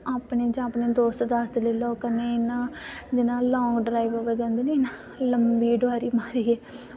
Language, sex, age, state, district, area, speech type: Dogri, female, 18-30, Jammu and Kashmir, Samba, rural, spontaneous